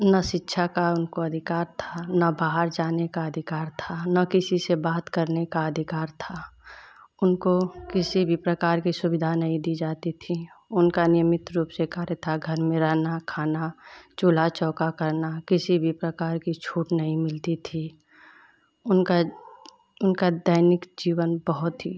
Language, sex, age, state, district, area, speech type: Hindi, female, 30-45, Uttar Pradesh, Ghazipur, rural, spontaneous